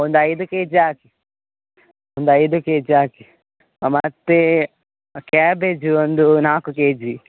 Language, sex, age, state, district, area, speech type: Kannada, male, 18-30, Karnataka, Dakshina Kannada, rural, conversation